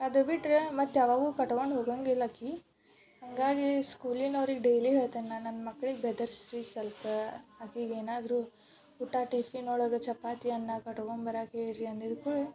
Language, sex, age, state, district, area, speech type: Kannada, female, 18-30, Karnataka, Dharwad, urban, spontaneous